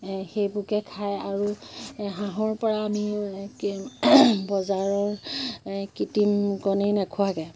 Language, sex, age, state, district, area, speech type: Assamese, female, 30-45, Assam, Majuli, urban, spontaneous